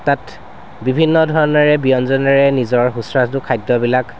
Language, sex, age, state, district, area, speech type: Assamese, male, 30-45, Assam, Sivasagar, urban, spontaneous